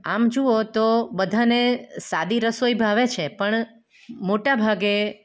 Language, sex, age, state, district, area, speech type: Gujarati, female, 45-60, Gujarat, Anand, urban, spontaneous